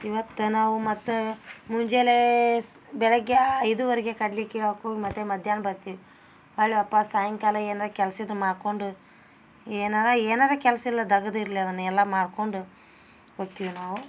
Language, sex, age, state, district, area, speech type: Kannada, female, 45-60, Karnataka, Gadag, rural, spontaneous